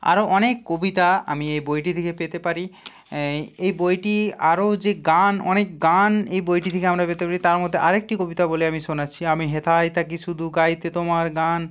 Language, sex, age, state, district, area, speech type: Bengali, male, 18-30, West Bengal, Hooghly, urban, spontaneous